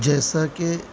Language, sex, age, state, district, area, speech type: Urdu, male, 45-60, Delhi, South Delhi, urban, spontaneous